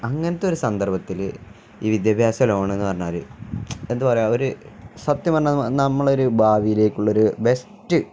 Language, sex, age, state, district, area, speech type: Malayalam, male, 18-30, Kerala, Kozhikode, rural, spontaneous